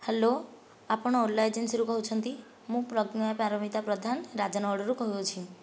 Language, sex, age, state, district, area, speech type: Odia, female, 30-45, Odisha, Nayagarh, rural, spontaneous